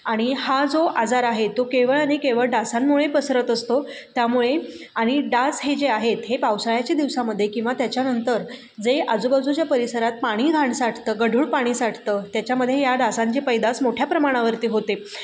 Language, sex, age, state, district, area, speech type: Marathi, female, 30-45, Maharashtra, Satara, urban, spontaneous